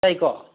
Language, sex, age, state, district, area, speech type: Manipuri, male, 60+, Manipur, Churachandpur, urban, conversation